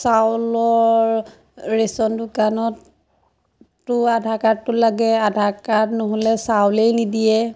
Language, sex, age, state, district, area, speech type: Assamese, female, 30-45, Assam, Majuli, urban, spontaneous